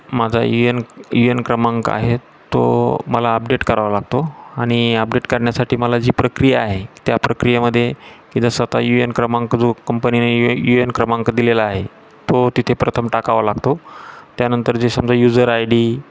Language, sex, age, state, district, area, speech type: Marathi, male, 45-60, Maharashtra, Jalna, urban, spontaneous